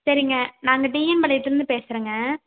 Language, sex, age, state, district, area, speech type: Tamil, female, 18-30, Tamil Nadu, Erode, urban, conversation